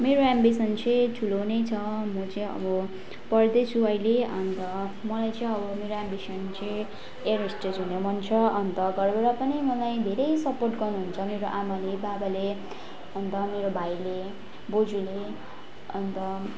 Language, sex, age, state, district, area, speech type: Nepali, female, 18-30, West Bengal, Darjeeling, rural, spontaneous